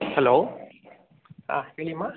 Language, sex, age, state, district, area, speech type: Kannada, male, 30-45, Karnataka, Chikkaballapur, rural, conversation